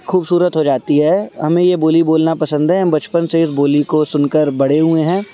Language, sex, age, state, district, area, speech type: Urdu, male, 18-30, Delhi, Central Delhi, urban, spontaneous